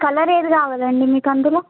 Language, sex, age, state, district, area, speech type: Telugu, female, 18-30, Telangana, Sangareddy, rural, conversation